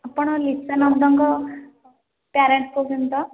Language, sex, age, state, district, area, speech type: Odia, female, 18-30, Odisha, Puri, urban, conversation